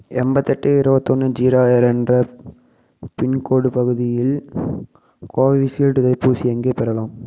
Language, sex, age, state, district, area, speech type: Tamil, male, 18-30, Tamil Nadu, Namakkal, urban, read